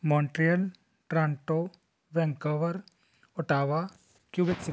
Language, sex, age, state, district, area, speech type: Punjabi, male, 30-45, Punjab, Tarn Taran, urban, spontaneous